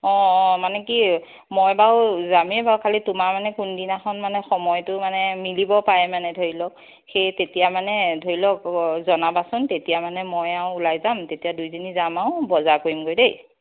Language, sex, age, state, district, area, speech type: Assamese, female, 45-60, Assam, Charaideo, urban, conversation